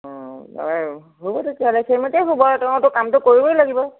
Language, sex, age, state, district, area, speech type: Assamese, female, 60+, Assam, Lakhimpur, rural, conversation